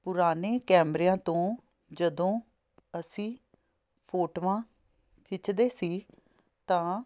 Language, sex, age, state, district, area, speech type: Punjabi, female, 30-45, Punjab, Fazilka, rural, spontaneous